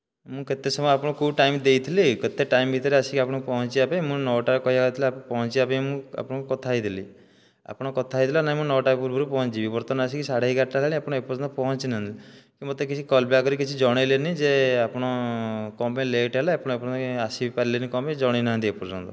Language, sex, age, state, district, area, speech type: Odia, male, 30-45, Odisha, Dhenkanal, rural, spontaneous